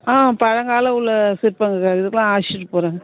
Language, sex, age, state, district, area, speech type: Tamil, female, 45-60, Tamil Nadu, Ariyalur, rural, conversation